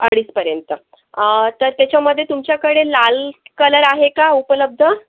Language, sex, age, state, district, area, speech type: Marathi, female, 45-60, Maharashtra, Yavatmal, urban, conversation